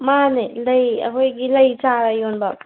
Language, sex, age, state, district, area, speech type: Manipuri, female, 18-30, Manipur, Kangpokpi, urban, conversation